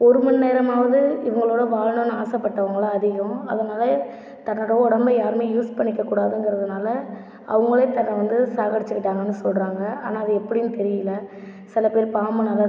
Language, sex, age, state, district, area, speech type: Tamil, female, 18-30, Tamil Nadu, Ariyalur, rural, spontaneous